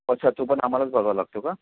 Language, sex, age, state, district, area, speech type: Marathi, male, 30-45, Maharashtra, Raigad, rural, conversation